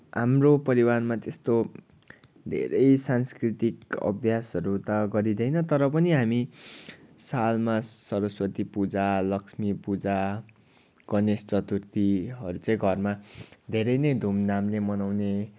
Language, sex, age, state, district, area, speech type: Nepali, male, 45-60, West Bengal, Darjeeling, rural, spontaneous